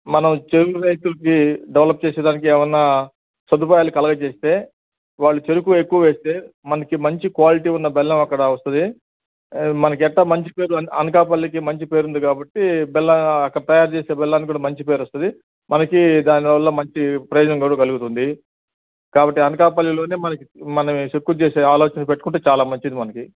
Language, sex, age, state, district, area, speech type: Telugu, male, 60+, Andhra Pradesh, Nellore, urban, conversation